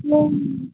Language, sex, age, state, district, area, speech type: Bengali, female, 30-45, West Bengal, Bankura, urban, conversation